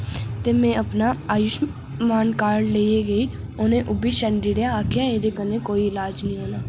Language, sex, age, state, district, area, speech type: Dogri, female, 18-30, Jammu and Kashmir, Reasi, urban, spontaneous